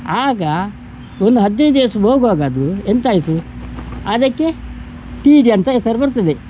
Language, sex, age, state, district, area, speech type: Kannada, male, 60+, Karnataka, Udupi, rural, spontaneous